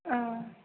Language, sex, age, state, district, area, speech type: Bodo, female, 18-30, Assam, Chirang, urban, conversation